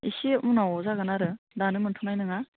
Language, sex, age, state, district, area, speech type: Bodo, female, 30-45, Assam, Baksa, rural, conversation